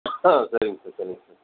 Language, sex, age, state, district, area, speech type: Tamil, female, 18-30, Tamil Nadu, Cuddalore, rural, conversation